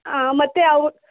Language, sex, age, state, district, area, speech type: Kannada, female, 18-30, Karnataka, Mysore, rural, conversation